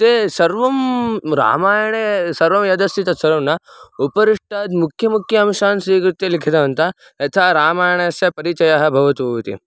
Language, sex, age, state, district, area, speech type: Sanskrit, male, 18-30, Karnataka, Davanagere, rural, spontaneous